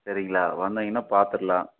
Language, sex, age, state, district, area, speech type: Tamil, male, 60+, Tamil Nadu, Tiruppur, urban, conversation